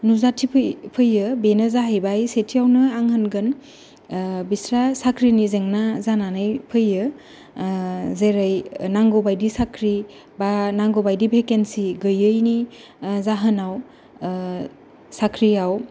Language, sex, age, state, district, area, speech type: Bodo, female, 30-45, Assam, Kokrajhar, rural, spontaneous